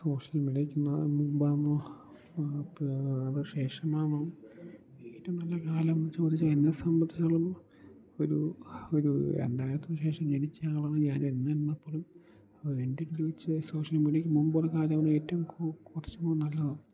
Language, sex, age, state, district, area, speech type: Malayalam, male, 18-30, Kerala, Idukki, rural, spontaneous